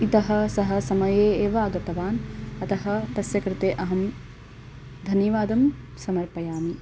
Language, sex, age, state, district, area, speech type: Sanskrit, female, 18-30, Karnataka, Davanagere, urban, spontaneous